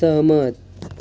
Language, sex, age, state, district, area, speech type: Hindi, male, 18-30, Uttar Pradesh, Mau, rural, read